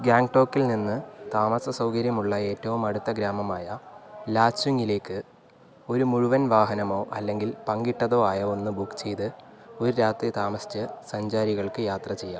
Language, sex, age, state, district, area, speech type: Malayalam, male, 45-60, Kerala, Wayanad, rural, read